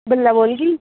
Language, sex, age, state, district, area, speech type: Dogri, female, 18-30, Jammu and Kashmir, Jammu, urban, conversation